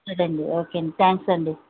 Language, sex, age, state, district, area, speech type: Telugu, female, 60+, Andhra Pradesh, West Godavari, rural, conversation